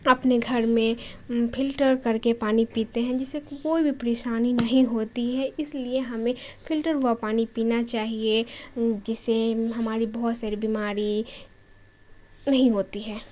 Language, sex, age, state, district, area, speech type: Urdu, female, 18-30, Bihar, Khagaria, urban, spontaneous